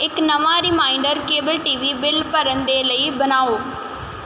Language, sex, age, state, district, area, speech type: Punjabi, female, 18-30, Punjab, Muktsar, urban, read